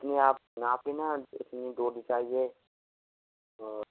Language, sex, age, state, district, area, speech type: Hindi, male, 45-60, Rajasthan, Karauli, rural, conversation